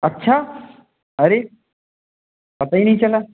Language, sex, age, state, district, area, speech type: Hindi, male, 18-30, Madhya Pradesh, Jabalpur, urban, conversation